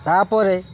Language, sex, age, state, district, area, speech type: Odia, male, 45-60, Odisha, Jagatsinghpur, urban, spontaneous